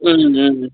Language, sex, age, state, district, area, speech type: Tamil, male, 18-30, Tamil Nadu, Perambalur, urban, conversation